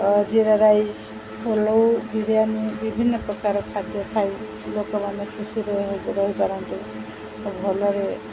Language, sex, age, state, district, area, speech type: Odia, female, 45-60, Odisha, Sundergarh, rural, spontaneous